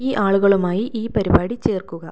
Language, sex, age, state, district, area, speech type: Malayalam, female, 30-45, Kerala, Kannur, rural, read